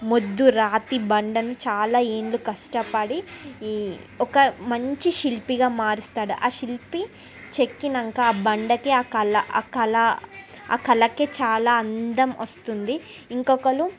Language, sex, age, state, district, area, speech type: Telugu, female, 30-45, Andhra Pradesh, Srikakulam, urban, spontaneous